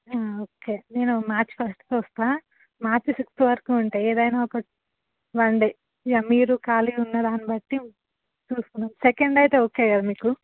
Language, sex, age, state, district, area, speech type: Telugu, female, 18-30, Telangana, Ranga Reddy, urban, conversation